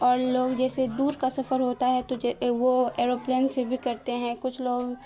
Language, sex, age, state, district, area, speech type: Urdu, female, 18-30, Bihar, Khagaria, rural, spontaneous